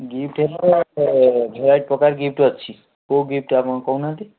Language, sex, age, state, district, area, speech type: Odia, male, 18-30, Odisha, Kendrapara, urban, conversation